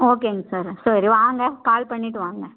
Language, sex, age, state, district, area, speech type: Tamil, female, 30-45, Tamil Nadu, Coimbatore, rural, conversation